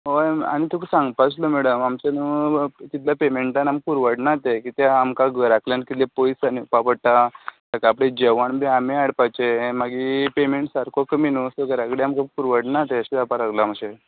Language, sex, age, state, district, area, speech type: Goan Konkani, male, 18-30, Goa, Canacona, rural, conversation